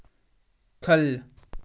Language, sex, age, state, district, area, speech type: Dogri, male, 30-45, Jammu and Kashmir, Udhampur, rural, read